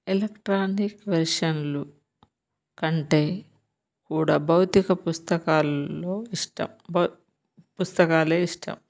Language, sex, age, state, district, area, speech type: Telugu, female, 30-45, Telangana, Bhadradri Kothagudem, urban, spontaneous